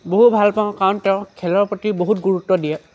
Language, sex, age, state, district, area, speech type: Assamese, male, 18-30, Assam, Lakhimpur, urban, spontaneous